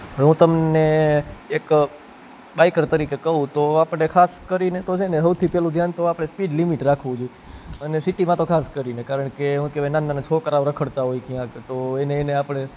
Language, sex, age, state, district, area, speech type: Gujarati, male, 18-30, Gujarat, Rajkot, urban, spontaneous